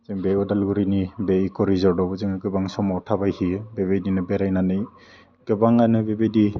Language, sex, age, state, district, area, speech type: Bodo, male, 18-30, Assam, Udalguri, urban, spontaneous